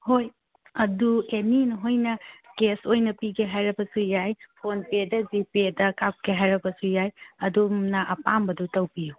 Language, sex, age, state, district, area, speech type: Manipuri, female, 45-60, Manipur, Churachandpur, urban, conversation